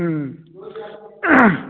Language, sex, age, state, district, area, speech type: Manipuri, male, 60+, Manipur, Kakching, rural, conversation